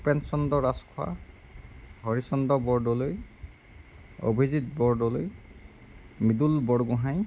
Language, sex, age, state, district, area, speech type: Assamese, male, 18-30, Assam, Jorhat, urban, spontaneous